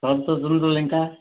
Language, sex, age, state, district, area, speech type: Odia, male, 60+, Odisha, Ganjam, urban, conversation